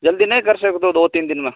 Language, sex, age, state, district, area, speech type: Hindi, male, 30-45, Rajasthan, Nagaur, rural, conversation